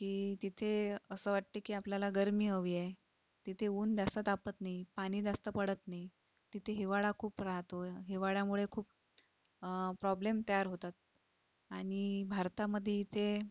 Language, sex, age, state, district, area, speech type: Marathi, female, 30-45, Maharashtra, Akola, urban, spontaneous